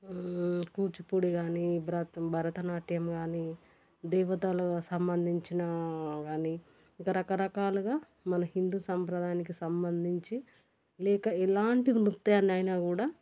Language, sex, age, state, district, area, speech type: Telugu, female, 30-45, Telangana, Warangal, rural, spontaneous